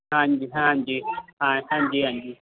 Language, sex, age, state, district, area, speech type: Punjabi, male, 18-30, Punjab, Muktsar, urban, conversation